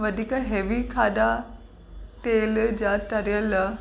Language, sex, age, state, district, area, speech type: Sindhi, female, 18-30, Maharashtra, Mumbai Suburban, urban, spontaneous